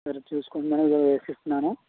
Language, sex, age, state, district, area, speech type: Telugu, male, 60+, Andhra Pradesh, Konaseema, rural, conversation